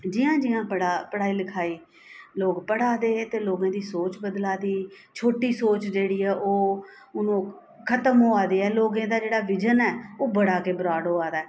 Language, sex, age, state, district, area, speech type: Dogri, female, 45-60, Jammu and Kashmir, Jammu, urban, spontaneous